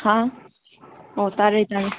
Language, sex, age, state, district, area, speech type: Manipuri, female, 18-30, Manipur, Kangpokpi, urban, conversation